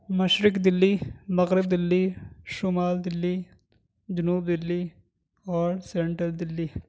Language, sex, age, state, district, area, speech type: Urdu, male, 30-45, Delhi, Central Delhi, urban, spontaneous